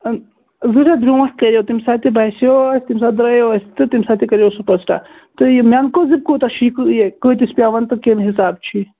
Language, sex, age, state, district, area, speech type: Kashmiri, male, 30-45, Jammu and Kashmir, Pulwama, rural, conversation